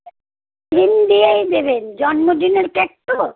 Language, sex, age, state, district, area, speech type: Bengali, female, 60+, West Bengal, Kolkata, urban, conversation